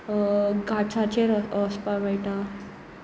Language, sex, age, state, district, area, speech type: Goan Konkani, female, 18-30, Goa, Sanguem, rural, spontaneous